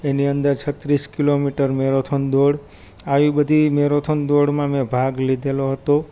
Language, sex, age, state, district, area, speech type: Gujarati, male, 30-45, Gujarat, Rajkot, rural, spontaneous